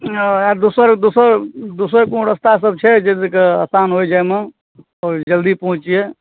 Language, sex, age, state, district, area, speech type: Maithili, male, 30-45, Bihar, Supaul, rural, conversation